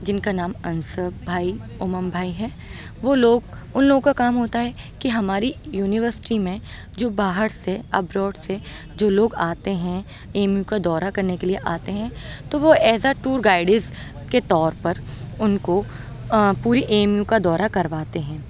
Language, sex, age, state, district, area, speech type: Urdu, female, 30-45, Uttar Pradesh, Aligarh, urban, spontaneous